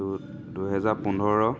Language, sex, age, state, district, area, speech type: Assamese, male, 18-30, Assam, Dhemaji, rural, spontaneous